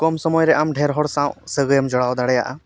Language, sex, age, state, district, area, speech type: Santali, male, 30-45, Jharkhand, East Singhbhum, rural, spontaneous